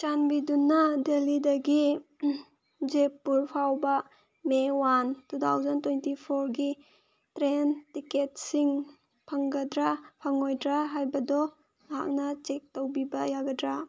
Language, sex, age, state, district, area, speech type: Manipuri, female, 30-45, Manipur, Senapati, rural, read